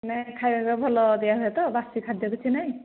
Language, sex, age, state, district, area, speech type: Odia, female, 45-60, Odisha, Angul, rural, conversation